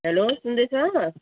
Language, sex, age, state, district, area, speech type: Nepali, female, 45-60, West Bengal, Jalpaiguri, rural, conversation